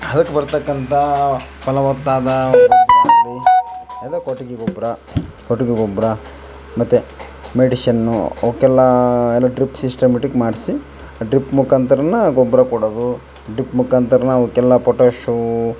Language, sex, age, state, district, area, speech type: Kannada, male, 30-45, Karnataka, Vijayanagara, rural, spontaneous